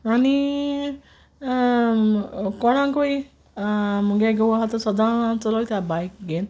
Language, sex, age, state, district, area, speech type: Goan Konkani, female, 45-60, Goa, Quepem, rural, spontaneous